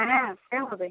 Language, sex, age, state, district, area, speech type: Bengali, female, 45-60, West Bengal, Uttar Dinajpur, rural, conversation